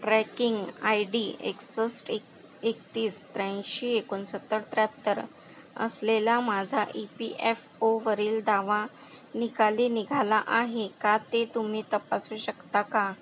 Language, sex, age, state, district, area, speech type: Marathi, female, 30-45, Maharashtra, Akola, rural, read